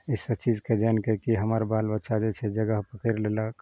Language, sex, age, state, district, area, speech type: Maithili, male, 45-60, Bihar, Madhepura, rural, spontaneous